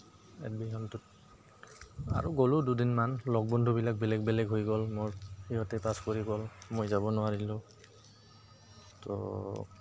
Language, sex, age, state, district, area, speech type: Assamese, male, 30-45, Assam, Goalpara, urban, spontaneous